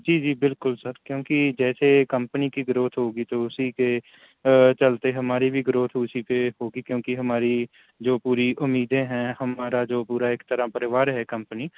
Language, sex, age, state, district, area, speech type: Urdu, male, 30-45, Delhi, New Delhi, urban, conversation